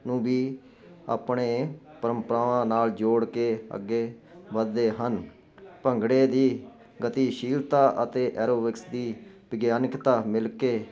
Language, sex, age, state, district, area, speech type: Punjabi, male, 45-60, Punjab, Jalandhar, urban, spontaneous